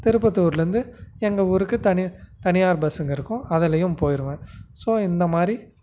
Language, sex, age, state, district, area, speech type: Tamil, male, 30-45, Tamil Nadu, Nagapattinam, rural, spontaneous